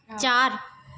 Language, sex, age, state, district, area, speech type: Hindi, female, 30-45, Madhya Pradesh, Chhindwara, urban, read